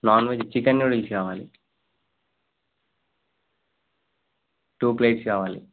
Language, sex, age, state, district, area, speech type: Telugu, male, 18-30, Telangana, Jayashankar, urban, conversation